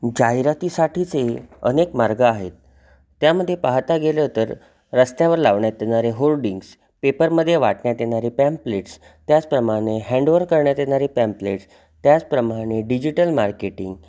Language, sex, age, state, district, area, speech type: Marathi, male, 30-45, Maharashtra, Sindhudurg, rural, spontaneous